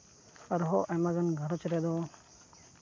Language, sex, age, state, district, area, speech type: Santali, male, 18-30, West Bengal, Uttar Dinajpur, rural, spontaneous